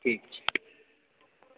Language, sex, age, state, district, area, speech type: Maithili, male, 18-30, Bihar, Supaul, rural, conversation